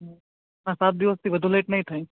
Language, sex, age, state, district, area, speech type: Gujarati, male, 18-30, Gujarat, Ahmedabad, urban, conversation